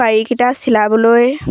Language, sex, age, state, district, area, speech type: Assamese, female, 18-30, Assam, Sivasagar, rural, spontaneous